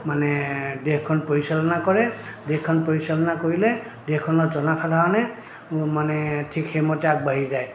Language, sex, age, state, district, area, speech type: Assamese, male, 60+, Assam, Goalpara, rural, spontaneous